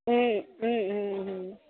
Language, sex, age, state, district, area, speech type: Tamil, female, 18-30, Tamil Nadu, Perambalur, rural, conversation